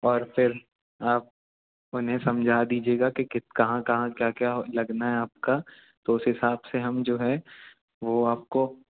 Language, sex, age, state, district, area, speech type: Hindi, male, 30-45, Madhya Pradesh, Jabalpur, urban, conversation